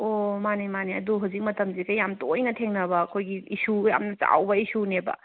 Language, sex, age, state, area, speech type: Manipuri, female, 30-45, Manipur, urban, conversation